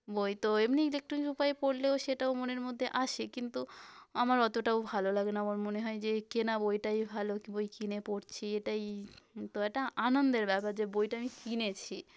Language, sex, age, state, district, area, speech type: Bengali, female, 18-30, West Bengal, South 24 Parganas, rural, spontaneous